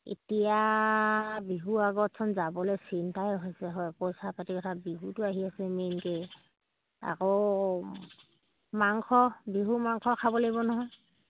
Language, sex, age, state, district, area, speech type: Assamese, female, 45-60, Assam, Charaideo, rural, conversation